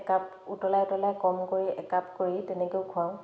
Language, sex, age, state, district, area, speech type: Assamese, female, 30-45, Assam, Dhemaji, urban, spontaneous